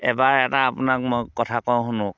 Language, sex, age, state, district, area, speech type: Assamese, male, 45-60, Assam, Dhemaji, rural, spontaneous